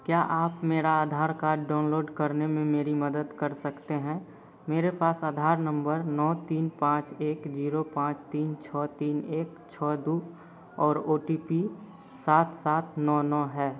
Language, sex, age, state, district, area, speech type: Hindi, male, 30-45, Bihar, Madhepura, rural, read